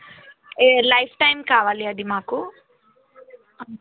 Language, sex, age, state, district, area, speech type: Telugu, female, 18-30, Telangana, Yadadri Bhuvanagiri, urban, conversation